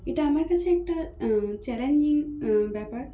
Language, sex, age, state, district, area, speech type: Bengali, female, 18-30, West Bengal, Purulia, urban, spontaneous